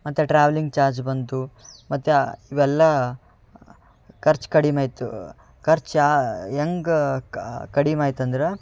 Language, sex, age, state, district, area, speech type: Kannada, male, 18-30, Karnataka, Yadgir, urban, spontaneous